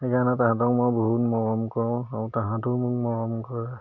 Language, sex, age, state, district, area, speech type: Assamese, male, 30-45, Assam, Majuli, urban, spontaneous